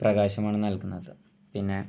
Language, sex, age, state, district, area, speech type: Malayalam, male, 18-30, Kerala, Thrissur, rural, spontaneous